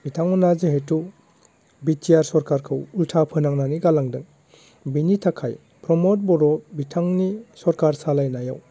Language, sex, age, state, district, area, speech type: Bodo, male, 45-60, Assam, Baksa, rural, spontaneous